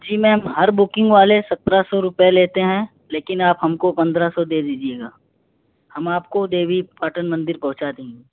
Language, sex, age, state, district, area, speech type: Urdu, male, 18-30, Uttar Pradesh, Balrampur, rural, conversation